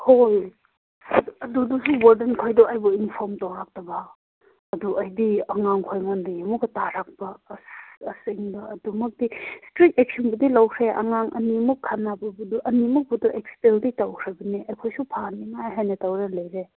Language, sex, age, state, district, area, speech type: Manipuri, female, 18-30, Manipur, Kangpokpi, urban, conversation